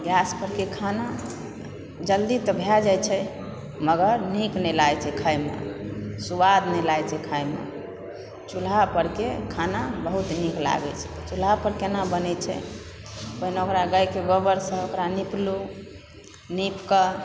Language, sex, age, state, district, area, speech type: Maithili, female, 30-45, Bihar, Supaul, rural, spontaneous